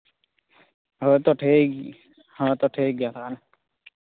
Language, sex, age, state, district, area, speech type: Santali, male, 18-30, Jharkhand, East Singhbhum, rural, conversation